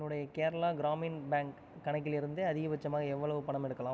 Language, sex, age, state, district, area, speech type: Tamil, male, 30-45, Tamil Nadu, Ariyalur, rural, read